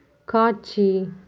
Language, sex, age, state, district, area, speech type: Tamil, female, 30-45, Tamil Nadu, Mayiladuthurai, rural, read